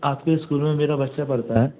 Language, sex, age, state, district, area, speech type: Hindi, male, 30-45, Madhya Pradesh, Gwalior, rural, conversation